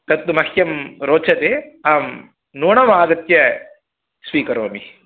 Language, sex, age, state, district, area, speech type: Sanskrit, male, 18-30, Tamil Nadu, Chennai, rural, conversation